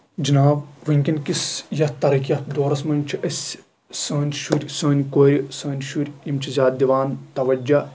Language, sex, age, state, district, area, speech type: Kashmiri, male, 18-30, Jammu and Kashmir, Kulgam, rural, spontaneous